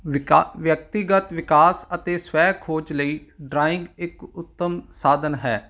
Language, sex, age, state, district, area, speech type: Punjabi, male, 45-60, Punjab, Ludhiana, urban, spontaneous